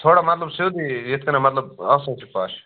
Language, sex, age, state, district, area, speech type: Kashmiri, male, 18-30, Jammu and Kashmir, Kupwara, rural, conversation